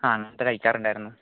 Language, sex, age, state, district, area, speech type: Malayalam, male, 18-30, Kerala, Wayanad, rural, conversation